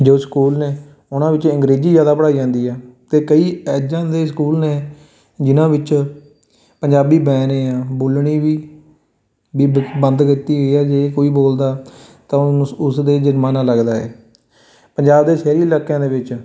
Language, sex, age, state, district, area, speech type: Punjabi, male, 18-30, Punjab, Fatehgarh Sahib, rural, spontaneous